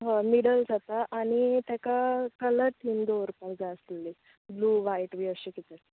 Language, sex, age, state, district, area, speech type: Goan Konkani, female, 18-30, Goa, Canacona, rural, conversation